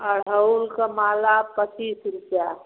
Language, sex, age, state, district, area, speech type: Hindi, female, 60+, Uttar Pradesh, Varanasi, rural, conversation